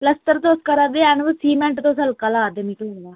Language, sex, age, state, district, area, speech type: Dogri, female, 18-30, Jammu and Kashmir, Udhampur, rural, conversation